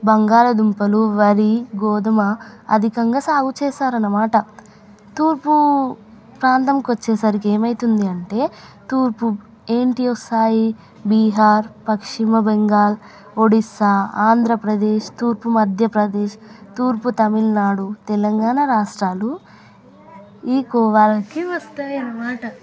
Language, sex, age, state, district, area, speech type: Telugu, female, 18-30, Telangana, Hyderabad, urban, spontaneous